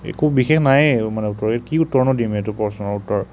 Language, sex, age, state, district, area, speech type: Assamese, male, 30-45, Assam, Sonitpur, rural, spontaneous